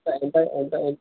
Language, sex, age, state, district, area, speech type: Telugu, male, 18-30, Telangana, Jangaon, rural, conversation